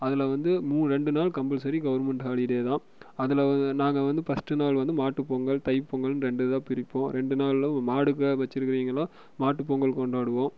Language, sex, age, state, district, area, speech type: Tamil, male, 18-30, Tamil Nadu, Erode, rural, spontaneous